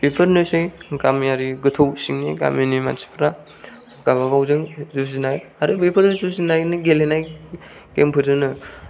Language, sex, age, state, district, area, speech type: Bodo, male, 18-30, Assam, Kokrajhar, rural, spontaneous